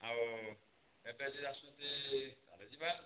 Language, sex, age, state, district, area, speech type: Odia, male, 60+, Odisha, Boudh, rural, conversation